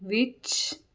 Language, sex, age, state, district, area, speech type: Punjabi, female, 30-45, Punjab, Fazilka, rural, read